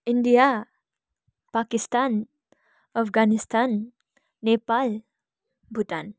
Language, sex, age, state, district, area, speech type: Nepali, female, 18-30, West Bengal, Kalimpong, rural, spontaneous